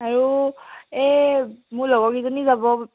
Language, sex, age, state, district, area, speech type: Assamese, female, 18-30, Assam, Sivasagar, rural, conversation